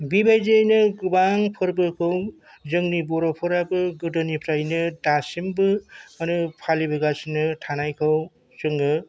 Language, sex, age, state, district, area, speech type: Bodo, male, 45-60, Assam, Chirang, urban, spontaneous